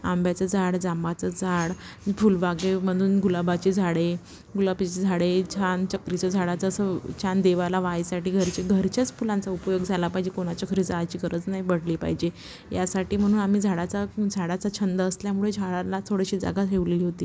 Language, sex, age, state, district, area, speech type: Marathi, female, 30-45, Maharashtra, Wardha, rural, spontaneous